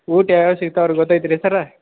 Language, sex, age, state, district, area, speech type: Kannada, male, 45-60, Karnataka, Belgaum, rural, conversation